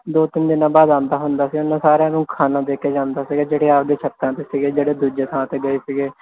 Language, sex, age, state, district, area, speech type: Punjabi, male, 18-30, Punjab, Firozpur, urban, conversation